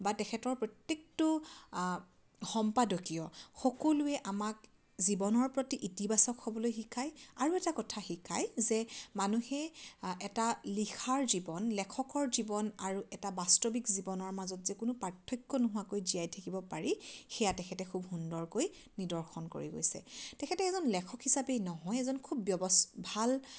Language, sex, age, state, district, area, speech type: Assamese, female, 30-45, Assam, Majuli, urban, spontaneous